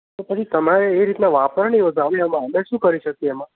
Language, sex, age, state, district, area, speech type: Gujarati, male, 18-30, Gujarat, Surat, rural, conversation